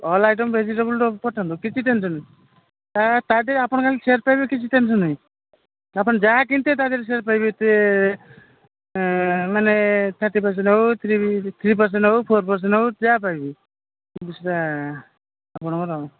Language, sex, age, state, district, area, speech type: Odia, male, 45-60, Odisha, Sambalpur, rural, conversation